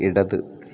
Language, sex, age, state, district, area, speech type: Malayalam, male, 18-30, Kerala, Thrissur, rural, read